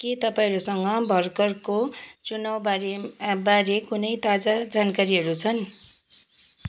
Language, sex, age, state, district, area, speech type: Nepali, female, 45-60, West Bengal, Kalimpong, rural, read